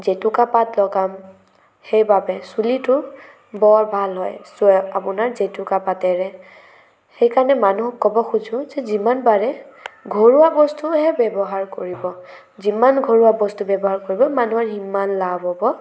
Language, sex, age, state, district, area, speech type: Assamese, female, 18-30, Assam, Sonitpur, rural, spontaneous